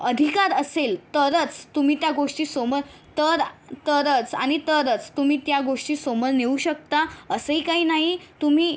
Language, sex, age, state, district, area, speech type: Marathi, female, 18-30, Maharashtra, Yavatmal, rural, spontaneous